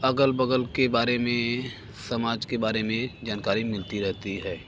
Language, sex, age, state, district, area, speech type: Hindi, male, 18-30, Uttar Pradesh, Bhadohi, rural, spontaneous